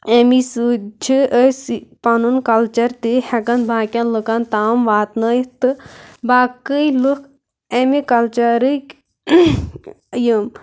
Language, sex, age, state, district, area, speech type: Kashmiri, female, 18-30, Jammu and Kashmir, Kulgam, rural, spontaneous